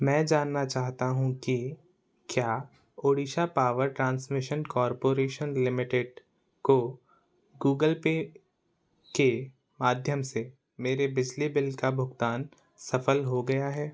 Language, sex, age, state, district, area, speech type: Hindi, male, 18-30, Madhya Pradesh, Seoni, urban, read